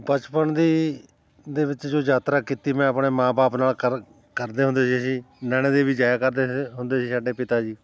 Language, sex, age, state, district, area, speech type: Punjabi, male, 45-60, Punjab, Fatehgarh Sahib, rural, spontaneous